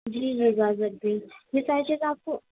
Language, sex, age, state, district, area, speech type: Urdu, female, 18-30, Uttar Pradesh, Gautam Buddha Nagar, rural, conversation